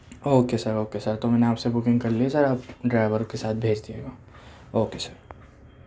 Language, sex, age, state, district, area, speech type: Urdu, male, 18-30, Delhi, Central Delhi, urban, spontaneous